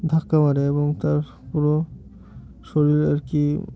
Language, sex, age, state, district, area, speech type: Bengali, male, 18-30, West Bengal, Murshidabad, urban, spontaneous